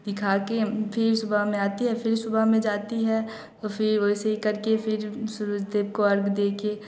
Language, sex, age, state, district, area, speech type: Hindi, female, 18-30, Bihar, Samastipur, rural, spontaneous